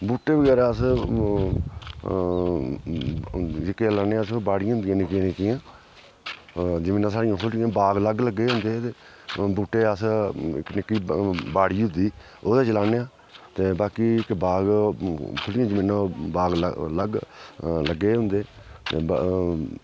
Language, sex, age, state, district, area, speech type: Dogri, male, 45-60, Jammu and Kashmir, Udhampur, rural, spontaneous